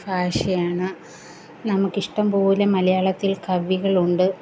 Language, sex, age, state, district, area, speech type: Malayalam, female, 30-45, Kerala, Kollam, rural, spontaneous